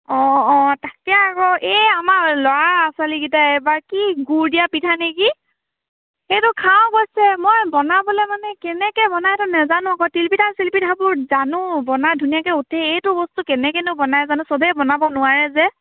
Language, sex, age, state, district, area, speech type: Assamese, female, 18-30, Assam, Charaideo, urban, conversation